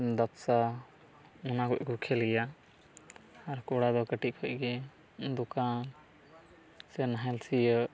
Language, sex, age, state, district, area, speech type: Santali, male, 18-30, West Bengal, Purba Bardhaman, rural, spontaneous